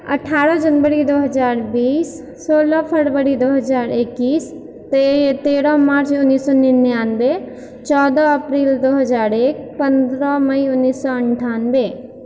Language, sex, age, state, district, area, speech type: Maithili, female, 30-45, Bihar, Purnia, rural, spontaneous